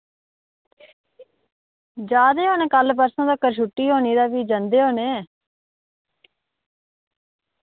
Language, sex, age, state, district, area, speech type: Dogri, female, 18-30, Jammu and Kashmir, Reasi, rural, conversation